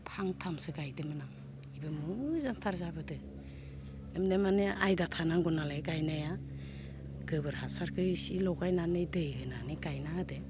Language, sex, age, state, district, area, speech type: Bodo, female, 45-60, Assam, Baksa, rural, spontaneous